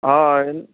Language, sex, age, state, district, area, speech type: Goan Konkani, male, 30-45, Goa, Canacona, rural, conversation